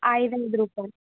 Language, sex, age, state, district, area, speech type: Telugu, female, 18-30, Telangana, Suryapet, urban, conversation